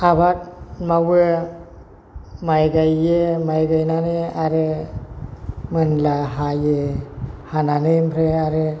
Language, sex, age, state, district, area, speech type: Bodo, male, 60+, Assam, Chirang, urban, spontaneous